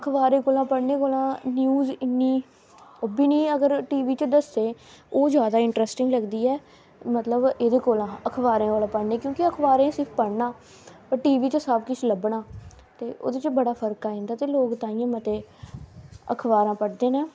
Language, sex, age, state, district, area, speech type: Dogri, female, 18-30, Jammu and Kashmir, Samba, rural, spontaneous